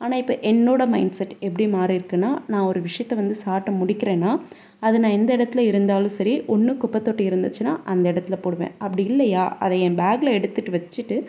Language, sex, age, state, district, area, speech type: Tamil, female, 45-60, Tamil Nadu, Pudukkottai, rural, spontaneous